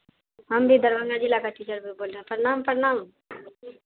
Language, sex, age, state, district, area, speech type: Hindi, female, 45-60, Bihar, Madhepura, rural, conversation